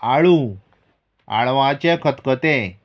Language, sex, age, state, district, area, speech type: Goan Konkani, male, 45-60, Goa, Murmgao, rural, spontaneous